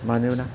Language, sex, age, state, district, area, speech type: Bodo, male, 45-60, Assam, Kokrajhar, rural, spontaneous